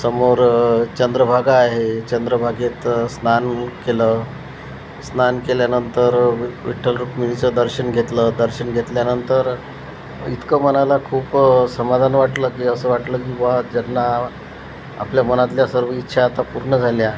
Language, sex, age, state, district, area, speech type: Marathi, male, 30-45, Maharashtra, Washim, rural, spontaneous